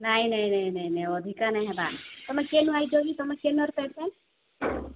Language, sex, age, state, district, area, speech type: Odia, female, 45-60, Odisha, Sambalpur, rural, conversation